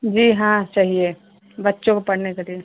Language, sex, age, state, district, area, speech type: Hindi, female, 18-30, Uttar Pradesh, Chandauli, rural, conversation